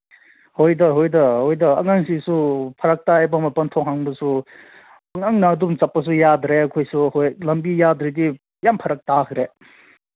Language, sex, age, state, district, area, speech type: Manipuri, male, 18-30, Manipur, Senapati, rural, conversation